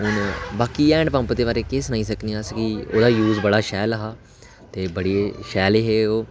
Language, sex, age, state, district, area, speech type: Dogri, male, 18-30, Jammu and Kashmir, Reasi, rural, spontaneous